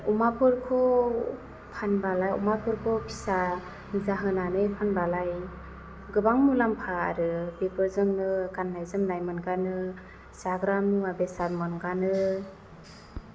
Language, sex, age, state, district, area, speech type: Bodo, female, 30-45, Assam, Chirang, urban, spontaneous